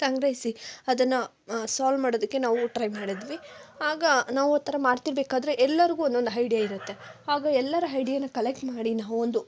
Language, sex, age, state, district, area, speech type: Kannada, female, 18-30, Karnataka, Kolar, rural, spontaneous